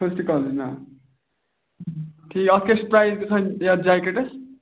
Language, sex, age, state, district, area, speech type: Kashmiri, male, 18-30, Jammu and Kashmir, Budgam, rural, conversation